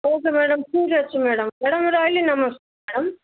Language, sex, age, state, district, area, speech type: Odia, female, 45-60, Odisha, Ganjam, urban, conversation